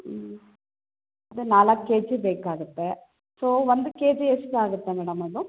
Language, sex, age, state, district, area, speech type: Kannada, female, 45-60, Karnataka, Chikkaballapur, rural, conversation